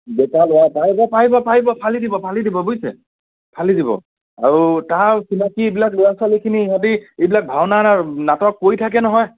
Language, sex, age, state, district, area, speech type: Assamese, male, 30-45, Assam, Nagaon, rural, conversation